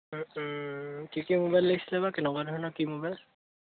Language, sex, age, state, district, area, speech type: Assamese, male, 18-30, Assam, Golaghat, rural, conversation